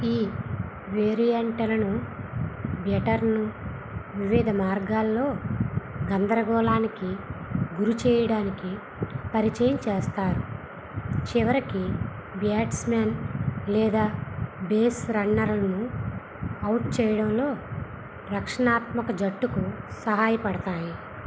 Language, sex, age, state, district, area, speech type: Telugu, female, 60+, Andhra Pradesh, Vizianagaram, rural, read